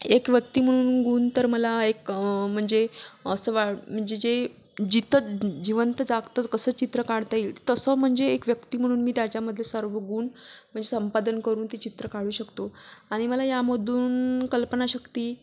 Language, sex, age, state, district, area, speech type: Marathi, female, 30-45, Maharashtra, Buldhana, rural, spontaneous